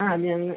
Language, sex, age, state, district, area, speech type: Malayalam, female, 30-45, Kerala, Idukki, rural, conversation